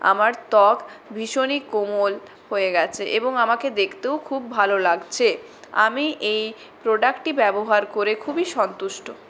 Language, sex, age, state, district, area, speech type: Bengali, female, 60+, West Bengal, Purulia, urban, spontaneous